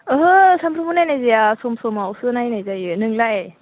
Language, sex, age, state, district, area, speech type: Bodo, female, 18-30, Assam, Chirang, rural, conversation